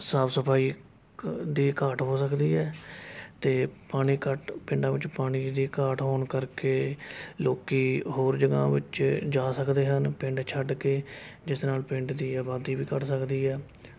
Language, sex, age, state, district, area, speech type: Punjabi, male, 18-30, Punjab, Shaheed Bhagat Singh Nagar, rural, spontaneous